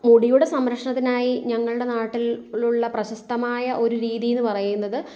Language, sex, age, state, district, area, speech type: Malayalam, female, 30-45, Kerala, Kottayam, rural, spontaneous